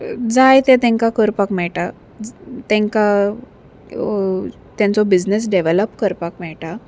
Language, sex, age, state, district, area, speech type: Goan Konkani, female, 30-45, Goa, Salcete, urban, spontaneous